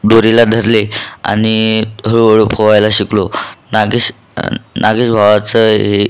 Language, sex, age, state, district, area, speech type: Marathi, male, 18-30, Maharashtra, Buldhana, rural, spontaneous